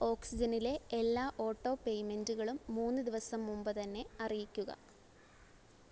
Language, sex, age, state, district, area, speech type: Malayalam, female, 18-30, Kerala, Alappuzha, rural, read